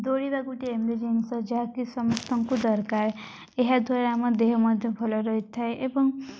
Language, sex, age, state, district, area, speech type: Odia, female, 18-30, Odisha, Nabarangpur, urban, spontaneous